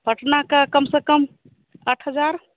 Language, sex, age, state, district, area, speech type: Hindi, female, 45-60, Bihar, Samastipur, rural, conversation